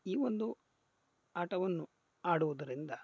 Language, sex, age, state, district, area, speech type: Kannada, male, 30-45, Karnataka, Shimoga, rural, spontaneous